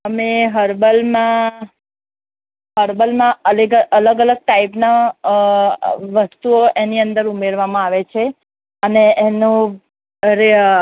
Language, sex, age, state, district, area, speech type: Gujarati, female, 30-45, Gujarat, Ahmedabad, urban, conversation